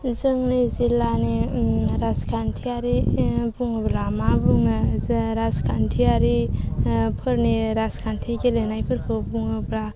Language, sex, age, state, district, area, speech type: Bodo, female, 30-45, Assam, Baksa, rural, spontaneous